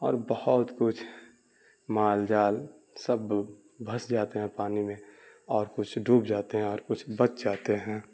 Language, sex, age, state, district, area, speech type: Urdu, male, 18-30, Bihar, Darbhanga, rural, spontaneous